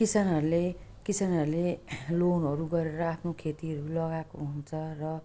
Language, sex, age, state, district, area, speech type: Nepali, female, 45-60, West Bengal, Jalpaiguri, rural, spontaneous